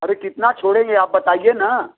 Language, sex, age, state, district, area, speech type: Hindi, male, 60+, Uttar Pradesh, Mau, urban, conversation